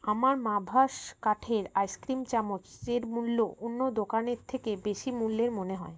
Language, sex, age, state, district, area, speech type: Bengali, female, 30-45, West Bengal, Birbhum, urban, read